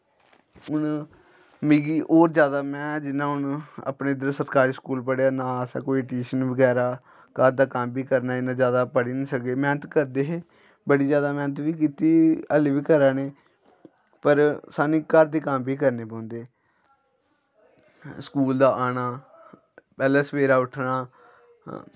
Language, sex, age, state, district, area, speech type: Dogri, male, 18-30, Jammu and Kashmir, Samba, rural, spontaneous